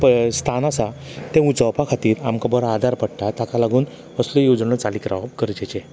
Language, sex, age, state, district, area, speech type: Goan Konkani, male, 30-45, Goa, Salcete, rural, spontaneous